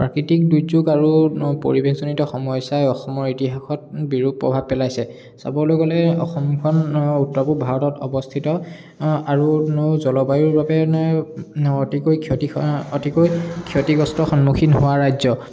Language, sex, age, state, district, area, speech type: Assamese, male, 18-30, Assam, Charaideo, urban, spontaneous